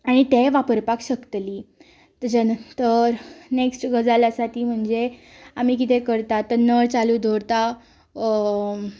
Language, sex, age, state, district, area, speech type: Goan Konkani, female, 18-30, Goa, Ponda, rural, spontaneous